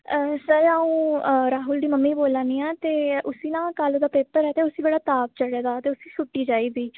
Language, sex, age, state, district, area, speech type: Dogri, female, 18-30, Jammu and Kashmir, Reasi, rural, conversation